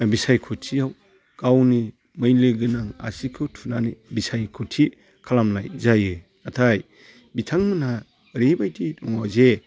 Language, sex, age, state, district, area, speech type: Bodo, male, 45-60, Assam, Chirang, rural, spontaneous